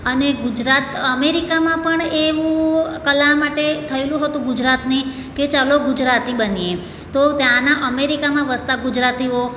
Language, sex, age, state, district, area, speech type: Gujarati, female, 45-60, Gujarat, Surat, urban, spontaneous